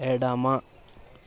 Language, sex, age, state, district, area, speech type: Telugu, male, 18-30, Telangana, Vikarabad, urban, read